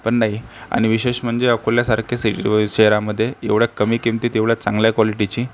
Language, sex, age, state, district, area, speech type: Marathi, male, 30-45, Maharashtra, Akola, rural, spontaneous